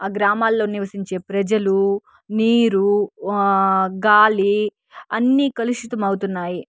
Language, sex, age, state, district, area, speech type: Telugu, female, 18-30, Andhra Pradesh, Sri Balaji, rural, spontaneous